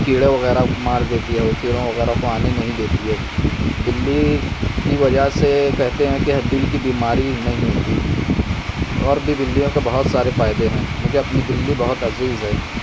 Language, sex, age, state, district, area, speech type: Urdu, male, 18-30, Maharashtra, Nashik, urban, spontaneous